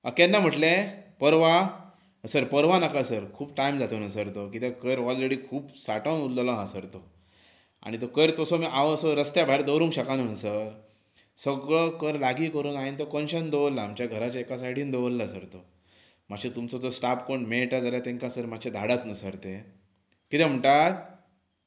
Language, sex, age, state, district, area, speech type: Goan Konkani, male, 30-45, Goa, Pernem, rural, spontaneous